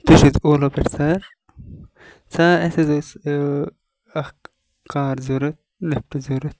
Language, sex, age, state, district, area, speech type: Kashmiri, male, 30-45, Jammu and Kashmir, Kupwara, rural, spontaneous